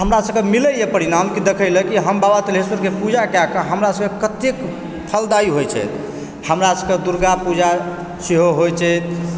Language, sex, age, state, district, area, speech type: Maithili, male, 30-45, Bihar, Supaul, urban, spontaneous